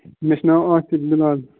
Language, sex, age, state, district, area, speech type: Kashmiri, male, 18-30, Jammu and Kashmir, Ganderbal, rural, conversation